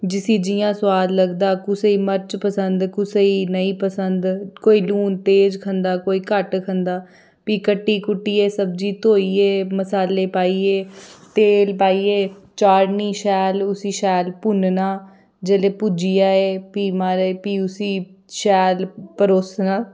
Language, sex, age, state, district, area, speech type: Dogri, female, 30-45, Jammu and Kashmir, Reasi, rural, spontaneous